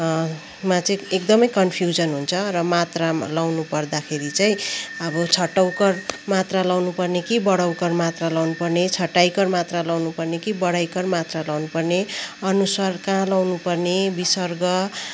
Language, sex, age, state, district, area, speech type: Nepali, female, 30-45, West Bengal, Kalimpong, rural, spontaneous